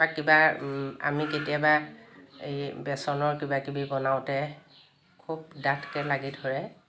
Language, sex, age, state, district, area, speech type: Assamese, female, 60+, Assam, Lakhimpur, urban, spontaneous